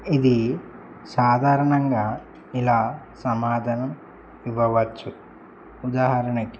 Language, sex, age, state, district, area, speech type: Telugu, male, 18-30, Telangana, Medak, rural, spontaneous